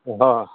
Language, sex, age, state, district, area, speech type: Assamese, male, 60+, Assam, Dhemaji, rural, conversation